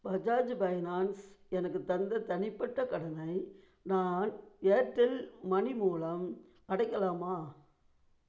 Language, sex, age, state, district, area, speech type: Tamil, female, 60+, Tamil Nadu, Namakkal, rural, read